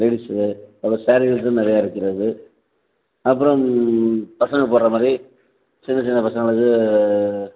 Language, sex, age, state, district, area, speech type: Tamil, male, 45-60, Tamil Nadu, Tenkasi, rural, conversation